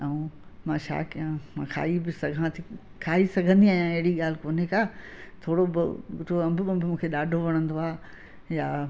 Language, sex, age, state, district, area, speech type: Sindhi, female, 60+, Madhya Pradesh, Katni, urban, spontaneous